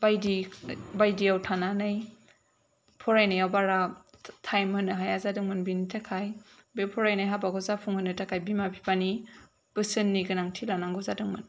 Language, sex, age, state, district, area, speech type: Bodo, female, 18-30, Assam, Kokrajhar, urban, spontaneous